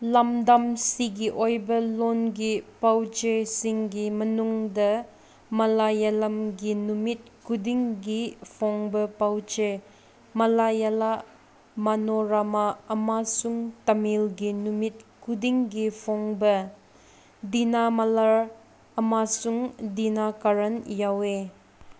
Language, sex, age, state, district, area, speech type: Manipuri, female, 18-30, Manipur, Senapati, rural, read